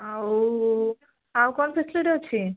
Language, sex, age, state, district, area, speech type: Odia, female, 18-30, Odisha, Kendujhar, urban, conversation